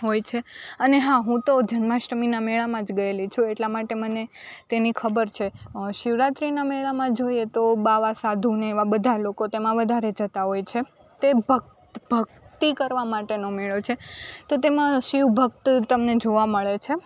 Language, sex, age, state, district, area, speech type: Gujarati, female, 18-30, Gujarat, Rajkot, rural, spontaneous